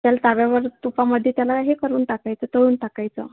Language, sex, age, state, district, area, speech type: Marathi, female, 30-45, Maharashtra, Yavatmal, rural, conversation